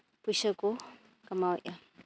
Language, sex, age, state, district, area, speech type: Santali, female, 30-45, Jharkhand, East Singhbhum, rural, spontaneous